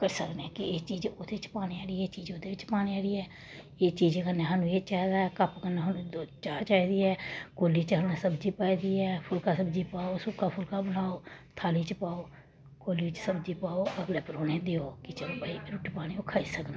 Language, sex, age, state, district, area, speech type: Dogri, female, 30-45, Jammu and Kashmir, Samba, urban, spontaneous